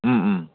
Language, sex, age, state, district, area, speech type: Manipuri, male, 18-30, Manipur, Churachandpur, rural, conversation